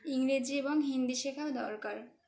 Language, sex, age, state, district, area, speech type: Bengali, female, 18-30, West Bengal, Birbhum, urban, spontaneous